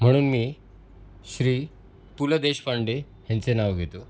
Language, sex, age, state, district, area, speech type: Marathi, male, 30-45, Maharashtra, Mumbai City, urban, spontaneous